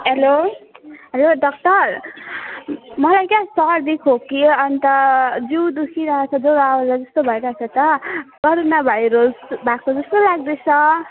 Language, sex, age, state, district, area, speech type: Nepali, female, 18-30, West Bengal, Alipurduar, urban, conversation